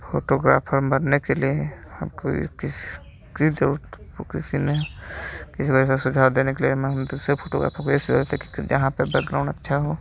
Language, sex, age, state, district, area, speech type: Hindi, male, 30-45, Uttar Pradesh, Hardoi, rural, spontaneous